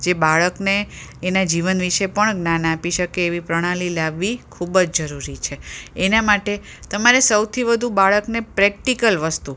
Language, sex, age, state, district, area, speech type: Gujarati, female, 45-60, Gujarat, Ahmedabad, urban, spontaneous